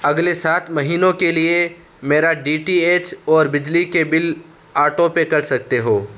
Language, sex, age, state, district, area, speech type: Urdu, male, 18-30, Uttar Pradesh, Saharanpur, urban, read